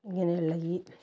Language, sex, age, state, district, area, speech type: Malayalam, female, 45-60, Kerala, Kasaragod, rural, spontaneous